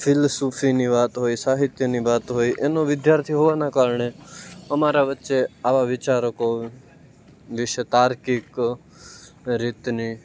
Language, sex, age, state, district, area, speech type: Gujarati, male, 18-30, Gujarat, Rajkot, rural, spontaneous